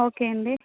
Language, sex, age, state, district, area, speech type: Telugu, female, 30-45, Andhra Pradesh, Vizianagaram, urban, conversation